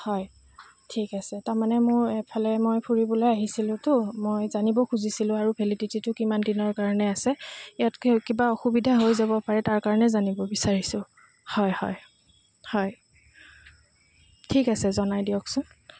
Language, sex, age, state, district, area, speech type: Assamese, female, 18-30, Assam, Goalpara, urban, spontaneous